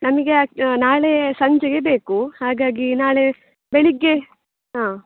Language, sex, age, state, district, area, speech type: Kannada, female, 18-30, Karnataka, Dakshina Kannada, urban, conversation